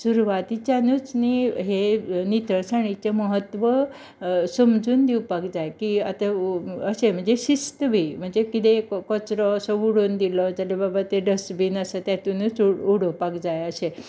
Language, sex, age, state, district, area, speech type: Goan Konkani, female, 60+, Goa, Bardez, rural, spontaneous